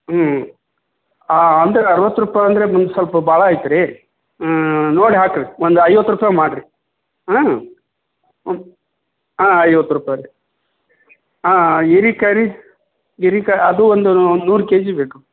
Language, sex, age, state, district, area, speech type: Kannada, male, 60+, Karnataka, Koppal, urban, conversation